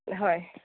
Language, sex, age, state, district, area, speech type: Assamese, female, 30-45, Assam, Biswanath, rural, conversation